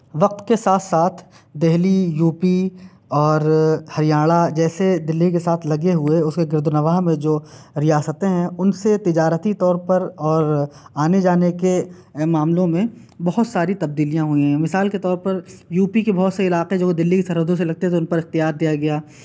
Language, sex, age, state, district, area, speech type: Urdu, male, 18-30, Delhi, South Delhi, urban, spontaneous